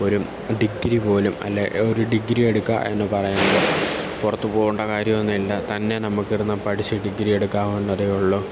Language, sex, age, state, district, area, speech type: Malayalam, male, 18-30, Kerala, Kollam, rural, spontaneous